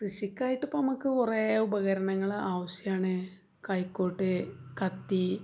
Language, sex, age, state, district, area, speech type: Malayalam, female, 45-60, Kerala, Malappuram, rural, spontaneous